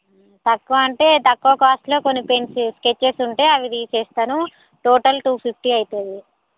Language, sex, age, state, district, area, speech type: Telugu, female, 30-45, Telangana, Hanamkonda, rural, conversation